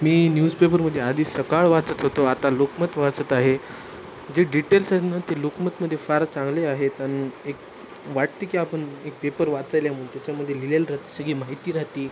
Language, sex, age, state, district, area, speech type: Marathi, male, 30-45, Maharashtra, Nanded, rural, spontaneous